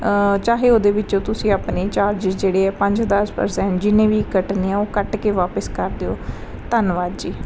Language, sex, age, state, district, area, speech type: Punjabi, female, 30-45, Punjab, Mansa, urban, spontaneous